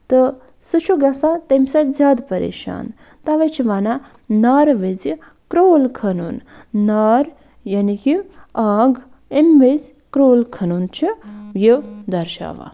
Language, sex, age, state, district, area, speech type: Kashmiri, female, 45-60, Jammu and Kashmir, Budgam, rural, spontaneous